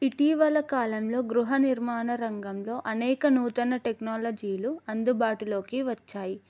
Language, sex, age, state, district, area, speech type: Telugu, female, 18-30, Telangana, Adilabad, urban, spontaneous